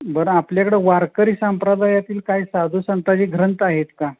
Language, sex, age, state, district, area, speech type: Marathi, male, 30-45, Maharashtra, Sangli, urban, conversation